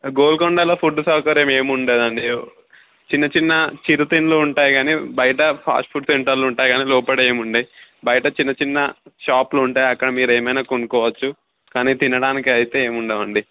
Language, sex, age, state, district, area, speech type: Telugu, male, 18-30, Telangana, Sangareddy, rural, conversation